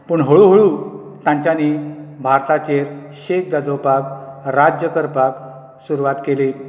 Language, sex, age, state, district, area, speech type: Goan Konkani, male, 45-60, Goa, Bardez, rural, spontaneous